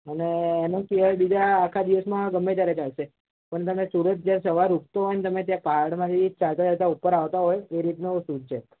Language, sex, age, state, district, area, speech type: Gujarati, male, 18-30, Gujarat, Ahmedabad, urban, conversation